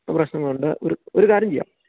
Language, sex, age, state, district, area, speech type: Malayalam, male, 30-45, Kerala, Idukki, rural, conversation